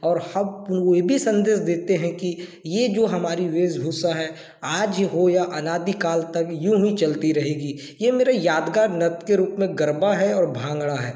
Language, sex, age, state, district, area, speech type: Hindi, male, 18-30, Madhya Pradesh, Balaghat, rural, spontaneous